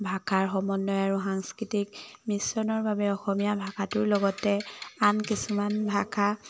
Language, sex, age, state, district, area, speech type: Assamese, female, 18-30, Assam, Dhemaji, urban, spontaneous